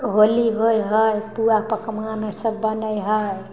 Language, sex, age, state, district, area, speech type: Maithili, female, 18-30, Bihar, Samastipur, rural, spontaneous